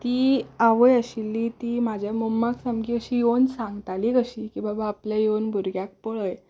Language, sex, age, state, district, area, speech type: Goan Konkani, female, 18-30, Goa, Canacona, rural, spontaneous